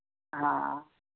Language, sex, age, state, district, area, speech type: Hindi, female, 60+, Uttar Pradesh, Chandauli, rural, conversation